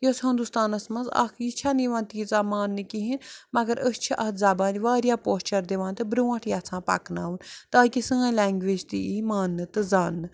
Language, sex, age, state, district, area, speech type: Kashmiri, female, 60+, Jammu and Kashmir, Srinagar, urban, spontaneous